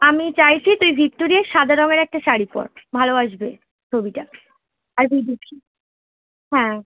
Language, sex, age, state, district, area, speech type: Bengali, female, 18-30, West Bengal, Dakshin Dinajpur, urban, conversation